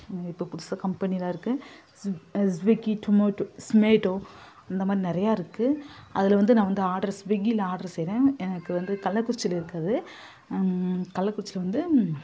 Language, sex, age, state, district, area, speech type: Tamil, female, 30-45, Tamil Nadu, Kallakurichi, urban, spontaneous